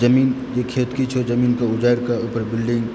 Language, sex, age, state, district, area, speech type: Maithili, male, 18-30, Bihar, Supaul, rural, spontaneous